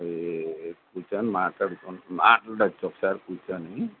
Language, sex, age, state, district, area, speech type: Telugu, male, 45-60, Andhra Pradesh, N T Rama Rao, urban, conversation